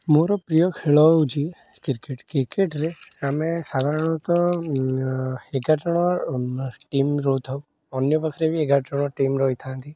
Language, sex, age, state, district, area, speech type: Odia, male, 18-30, Odisha, Puri, urban, spontaneous